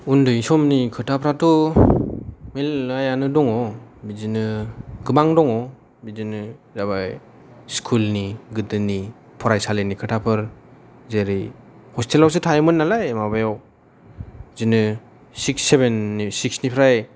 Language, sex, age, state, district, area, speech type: Bodo, male, 18-30, Assam, Chirang, urban, spontaneous